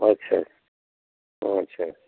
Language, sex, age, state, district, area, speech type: Odia, male, 60+, Odisha, Kalahandi, rural, conversation